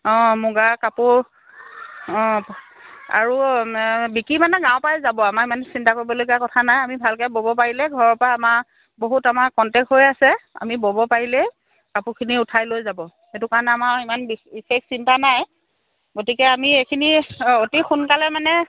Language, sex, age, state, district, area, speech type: Assamese, female, 45-60, Assam, Lakhimpur, rural, conversation